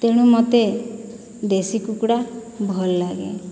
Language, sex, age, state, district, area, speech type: Odia, female, 45-60, Odisha, Boudh, rural, spontaneous